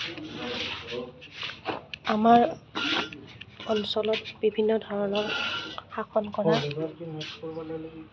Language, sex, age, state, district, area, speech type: Assamese, female, 30-45, Assam, Goalpara, rural, spontaneous